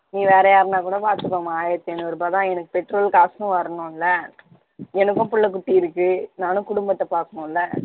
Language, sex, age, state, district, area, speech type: Tamil, female, 18-30, Tamil Nadu, Ranipet, rural, conversation